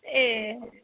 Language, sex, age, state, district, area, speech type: Bodo, female, 30-45, Assam, Chirang, urban, conversation